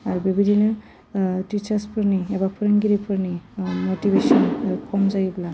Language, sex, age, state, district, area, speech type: Bodo, female, 30-45, Assam, Udalguri, urban, spontaneous